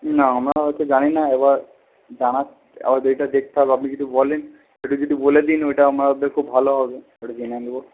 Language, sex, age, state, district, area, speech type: Bengali, male, 18-30, West Bengal, Purba Bardhaman, urban, conversation